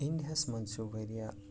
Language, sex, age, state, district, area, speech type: Kashmiri, male, 45-60, Jammu and Kashmir, Ganderbal, rural, spontaneous